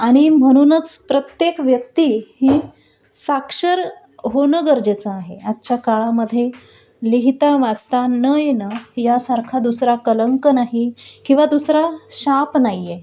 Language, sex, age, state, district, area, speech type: Marathi, female, 30-45, Maharashtra, Nashik, urban, spontaneous